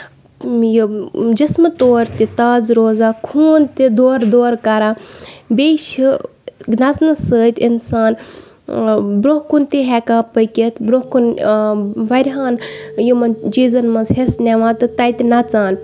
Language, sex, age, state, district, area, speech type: Kashmiri, female, 30-45, Jammu and Kashmir, Bandipora, rural, spontaneous